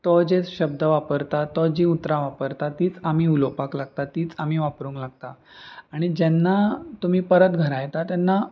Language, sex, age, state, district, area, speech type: Goan Konkani, male, 18-30, Goa, Ponda, rural, spontaneous